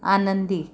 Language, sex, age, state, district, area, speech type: Marathi, female, 45-60, Maharashtra, Amravati, urban, read